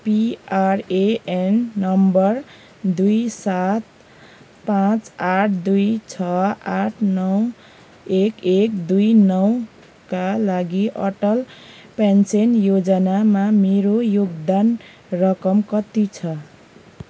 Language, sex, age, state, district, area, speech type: Nepali, female, 30-45, West Bengal, Kalimpong, rural, read